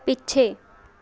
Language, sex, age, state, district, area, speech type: Punjabi, female, 18-30, Punjab, Mohali, urban, read